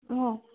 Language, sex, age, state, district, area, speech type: Assamese, female, 18-30, Assam, Golaghat, urban, conversation